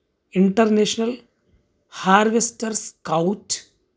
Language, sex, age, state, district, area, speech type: Telugu, male, 30-45, Andhra Pradesh, Krishna, urban, spontaneous